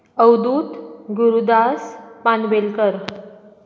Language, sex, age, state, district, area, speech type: Goan Konkani, female, 30-45, Goa, Bardez, urban, spontaneous